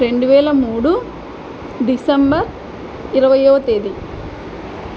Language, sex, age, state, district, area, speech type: Telugu, female, 18-30, Andhra Pradesh, Nandyal, urban, spontaneous